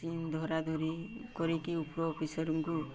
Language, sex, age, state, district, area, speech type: Odia, male, 18-30, Odisha, Mayurbhanj, rural, spontaneous